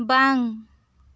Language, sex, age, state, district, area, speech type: Santali, female, 18-30, West Bengal, Bankura, rural, read